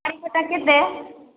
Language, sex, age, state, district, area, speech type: Odia, female, 18-30, Odisha, Nabarangpur, urban, conversation